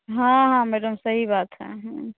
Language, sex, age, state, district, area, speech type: Hindi, female, 30-45, Bihar, Begusarai, rural, conversation